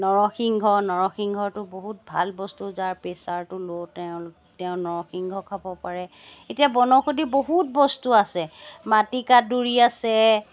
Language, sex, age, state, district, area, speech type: Assamese, female, 45-60, Assam, Charaideo, urban, spontaneous